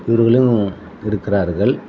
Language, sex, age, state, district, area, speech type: Tamil, male, 45-60, Tamil Nadu, Thoothukudi, urban, spontaneous